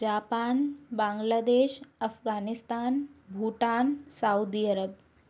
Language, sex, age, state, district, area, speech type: Hindi, female, 45-60, Madhya Pradesh, Bhopal, urban, spontaneous